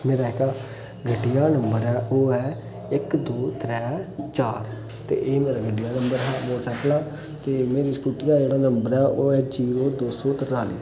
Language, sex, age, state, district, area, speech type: Dogri, male, 18-30, Jammu and Kashmir, Udhampur, urban, spontaneous